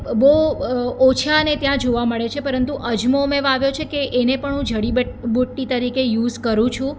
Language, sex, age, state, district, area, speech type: Gujarati, female, 30-45, Gujarat, Surat, urban, spontaneous